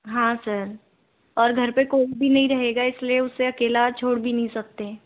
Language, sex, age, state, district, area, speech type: Hindi, female, 18-30, Madhya Pradesh, Betul, rural, conversation